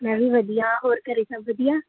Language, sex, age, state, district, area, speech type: Punjabi, female, 18-30, Punjab, Mansa, urban, conversation